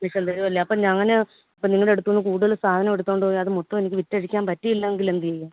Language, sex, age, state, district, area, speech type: Malayalam, female, 45-60, Kerala, Pathanamthitta, rural, conversation